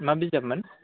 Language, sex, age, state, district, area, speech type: Bodo, male, 18-30, Assam, Udalguri, rural, conversation